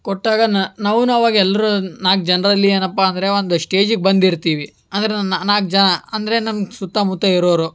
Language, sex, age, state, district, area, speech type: Kannada, male, 18-30, Karnataka, Gulbarga, urban, spontaneous